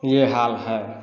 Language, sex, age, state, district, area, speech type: Hindi, male, 30-45, Bihar, Samastipur, rural, spontaneous